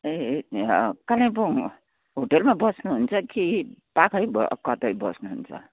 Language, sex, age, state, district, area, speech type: Nepali, female, 60+, West Bengal, Kalimpong, rural, conversation